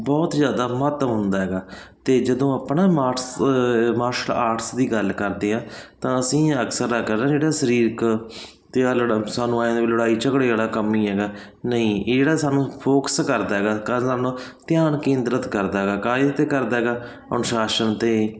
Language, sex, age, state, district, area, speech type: Punjabi, male, 30-45, Punjab, Barnala, rural, spontaneous